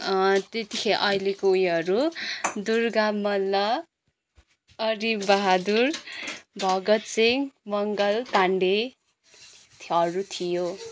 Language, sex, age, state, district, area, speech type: Nepali, female, 18-30, West Bengal, Kalimpong, rural, spontaneous